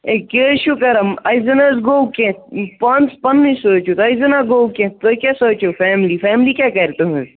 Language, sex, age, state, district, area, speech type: Kashmiri, male, 30-45, Jammu and Kashmir, Kupwara, rural, conversation